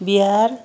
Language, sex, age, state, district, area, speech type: Nepali, female, 60+, West Bengal, Kalimpong, rural, spontaneous